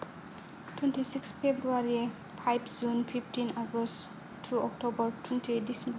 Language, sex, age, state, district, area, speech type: Bodo, female, 18-30, Assam, Kokrajhar, rural, spontaneous